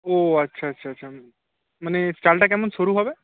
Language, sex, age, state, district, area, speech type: Bengali, male, 18-30, West Bengal, Paschim Medinipur, rural, conversation